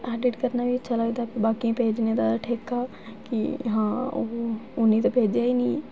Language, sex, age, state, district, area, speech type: Dogri, female, 18-30, Jammu and Kashmir, Jammu, urban, spontaneous